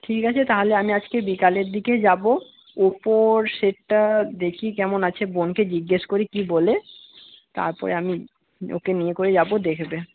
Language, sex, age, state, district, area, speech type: Bengali, male, 18-30, West Bengal, Jhargram, rural, conversation